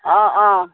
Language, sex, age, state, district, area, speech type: Assamese, female, 45-60, Assam, Kamrup Metropolitan, urban, conversation